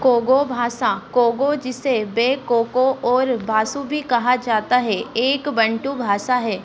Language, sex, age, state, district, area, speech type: Hindi, female, 18-30, Madhya Pradesh, Harda, urban, read